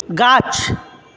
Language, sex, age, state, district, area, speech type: Bengali, male, 45-60, West Bengal, Purba Bardhaman, urban, read